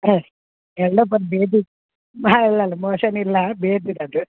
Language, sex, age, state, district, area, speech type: Kannada, female, 45-60, Karnataka, Bellary, urban, conversation